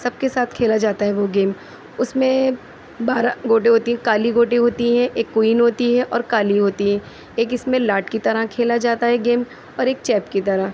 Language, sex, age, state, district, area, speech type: Urdu, female, 30-45, Delhi, Central Delhi, urban, spontaneous